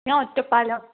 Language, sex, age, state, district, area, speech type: Malayalam, female, 18-30, Kerala, Palakkad, rural, conversation